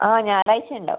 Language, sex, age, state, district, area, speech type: Malayalam, female, 18-30, Kerala, Kannur, rural, conversation